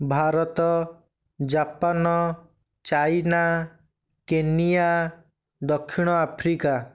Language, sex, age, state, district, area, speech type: Odia, male, 30-45, Odisha, Bhadrak, rural, spontaneous